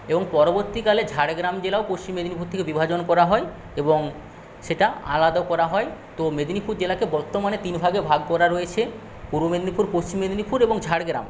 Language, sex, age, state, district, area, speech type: Bengali, male, 45-60, West Bengal, Paschim Medinipur, rural, spontaneous